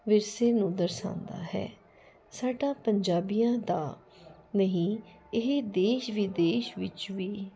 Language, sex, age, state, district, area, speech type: Punjabi, female, 45-60, Punjab, Jalandhar, urban, spontaneous